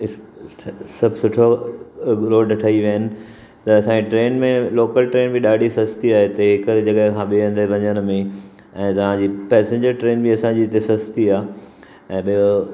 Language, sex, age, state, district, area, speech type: Sindhi, male, 60+, Maharashtra, Mumbai Suburban, urban, spontaneous